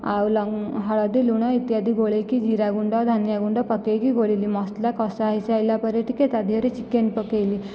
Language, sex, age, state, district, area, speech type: Odia, female, 18-30, Odisha, Jajpur, rural, spontaneous